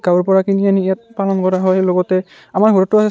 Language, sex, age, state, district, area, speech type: Assamese, male, 18-30, Assam, Barpeta, rural, spontaneous